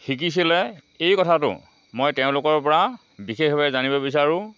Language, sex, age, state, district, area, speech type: Assamese, male, 60+, Assam, Dhemaji, rural, spontaneous